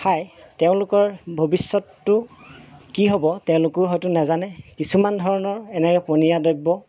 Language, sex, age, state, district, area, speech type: Assamese, male, 30-45, Assam, Golaghat, urban, spontaneous